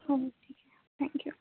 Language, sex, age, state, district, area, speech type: Marathi, female, 18-30, Maharashtra, Nagpur, urban, conversation